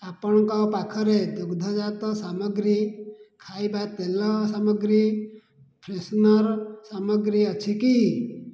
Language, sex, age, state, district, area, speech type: Odia, male, 60+, Odisha, Dhenkanal, rural, read